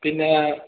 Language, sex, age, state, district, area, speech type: Malayalam, male, 18-30, Kerala, Kasaragod, rural, conversation